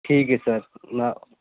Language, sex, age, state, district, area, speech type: Urdu, male, 60+, Uttar Pradesh, Gautam Buddha Nagar, urban, conversation